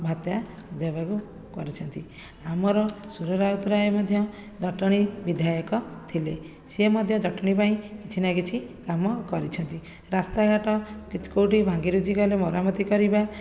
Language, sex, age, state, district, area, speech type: Odia, female, 30-45, Odisha, Khordha, rural, spontaneous